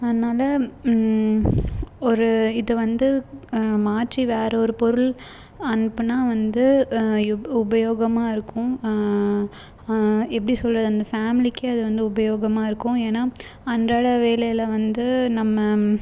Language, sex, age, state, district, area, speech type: Tamil, female, 18-30, Tamil Nadu, Salem, urban, spontaneous